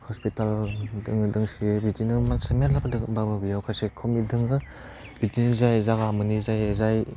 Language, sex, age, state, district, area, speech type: Bodo, male, 18-30, Assam, Udalguri, urban, spontaneous